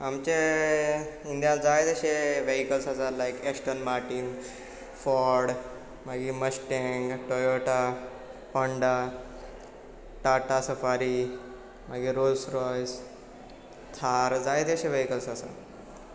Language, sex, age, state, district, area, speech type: Goan Konkani, male, 18-30, Goa, Salcete, rural, spontaneous